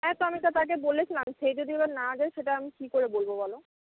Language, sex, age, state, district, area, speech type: Bengali, female, 30-45, West Bengal, Jhargram, rural, conversation